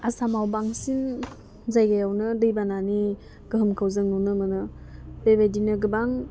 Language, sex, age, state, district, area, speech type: Bodo, female, 18-30, Assam, Udalguri, urban, spontaneous